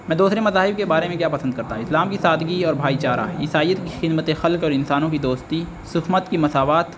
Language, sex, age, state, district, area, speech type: Urdu, male, 18-30, Uttar Pradesh, Azamgarh, rural, spontaneous